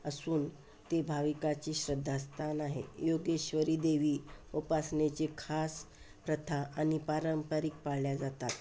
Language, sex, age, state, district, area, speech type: Marathi, female, 60+, Maharashtra, Osmanabad, rural, spontaneous